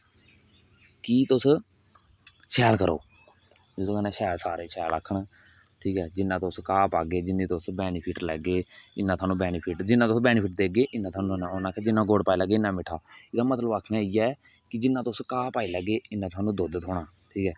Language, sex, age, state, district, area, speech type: Dogri, male, 18-30, Jammu and Kashmir, Kathua, rural, spontaneous